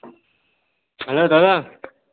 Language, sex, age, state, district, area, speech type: Bengali, male, 18-30, West Bengal, Howrah, urban, conversation